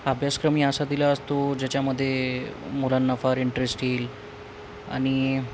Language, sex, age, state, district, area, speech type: Marathi, male, 18-30, Maharashtra, Nanded, urban, spontaneous